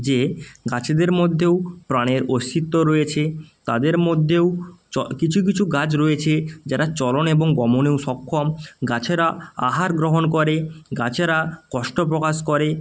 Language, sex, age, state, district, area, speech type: Bengali, male, 30-45, West Bengal, North 24 Parganas, rural, spontaneous